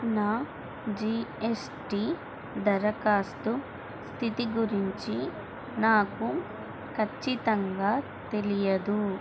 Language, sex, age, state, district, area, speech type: Telugu, female, 18-30, Andhra Pradesh, Nellore, urban, read